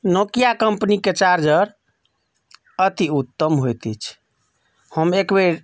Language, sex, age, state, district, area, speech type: Maithili, male, 30-45, Bihar, Madhubani, rural, spontaneous